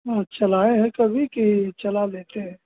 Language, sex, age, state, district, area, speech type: Hindi, male, 60+, Uttar Pradesh, Ayodhya, rural, conversation